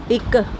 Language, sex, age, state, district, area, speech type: Punjabi, female, 30-45, Punjab, Pathankot, urban, read